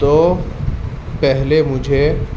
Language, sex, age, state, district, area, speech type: Urdu, male, 30-45, Uttar Pradesh, Muzaffarnagar, urban, spontaneous